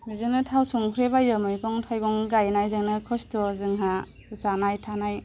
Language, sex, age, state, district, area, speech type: Bodo, female, 18-30, Assam, Kokrajhar, urban, spontaneous